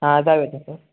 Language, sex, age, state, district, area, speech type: Marathi, male, 18-30, Maharashtra, Satara, urban, conversation